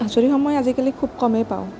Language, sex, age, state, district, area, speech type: Assamese, female, 18-30, Assam, Nagaon, rural, spontaneous